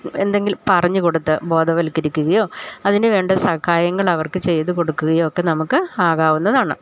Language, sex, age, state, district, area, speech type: Malayalam, female, 60+, Kerala, Idukki, rural, spontaneous